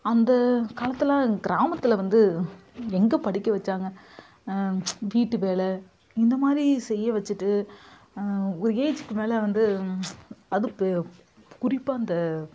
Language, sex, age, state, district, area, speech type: Tamil, female, 30-45, Tamil Nadu, Kallakurichi, urban, spontaneous